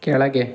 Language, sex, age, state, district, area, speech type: Kannada, male, 18-30, Karnataka, Tumkur, rural, read